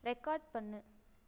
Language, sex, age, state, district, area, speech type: Tamil, female, 18-30, Tamil Nadu, Erode, rural, read